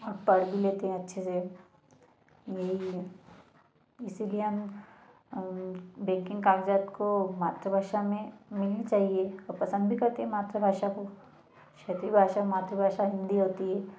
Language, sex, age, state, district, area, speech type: Hindi, female, 18-30, Madhya Pradesh, Ujjain, rural, spontaneous